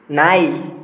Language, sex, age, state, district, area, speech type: Tamil, male, 18-30, Tamil Nadu, Madurai, urban, read